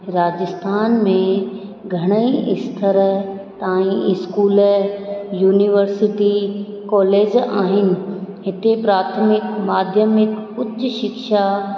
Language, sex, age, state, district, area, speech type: Sindhi, female, 30-45, Rajasthan, Ajmer, urban, spontaneous